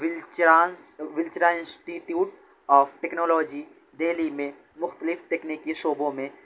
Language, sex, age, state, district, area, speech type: Urdu, male, 18-30, Delhi, North West Delhi, urban, spontaneous